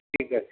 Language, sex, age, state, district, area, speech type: Bengali, male, 18-30, West Bengal, Purba Bardhaman, urban, conversation